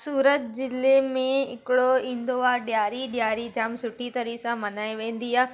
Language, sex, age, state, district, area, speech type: Sindhi, female, 18-30, Gujarat, Surat, urban, spontaneous